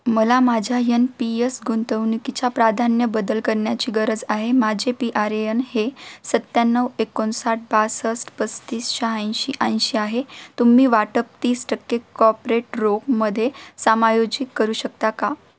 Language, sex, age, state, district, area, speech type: Marathi, female, 18-30, Maharashtra, Beed, urban, read